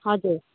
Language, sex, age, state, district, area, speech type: Nepali, female, 45-60, West Bengal, Jalpaiguri, urban, conversation